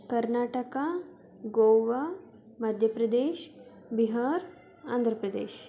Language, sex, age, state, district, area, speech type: Kannada, female, 18-30, Karnataka, Davanagere, urban, spontaneous